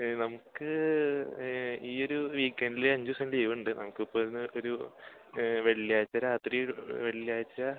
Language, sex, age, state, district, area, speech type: Malayalam, male, 18-30, Kerala, Thrissur, rural, conversation